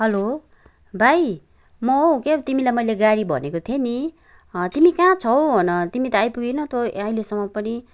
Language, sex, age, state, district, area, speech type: Nepali, female, 45-60, West Bengal, Kalimpong, rural, spontaneous